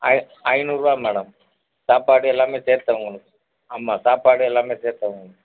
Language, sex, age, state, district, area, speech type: Tamil, male, 30-45, Tamil Nadu, Madurai, urban, conversation